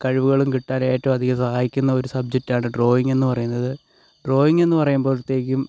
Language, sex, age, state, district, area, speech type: Malayalam, male, 18-30, Kerala, Kottayam, rural, spontaneous